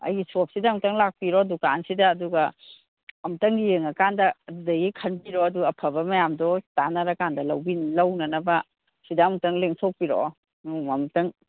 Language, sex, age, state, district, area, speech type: Manipuri, female, 60+, Manipur, Imphal East, rural, conversation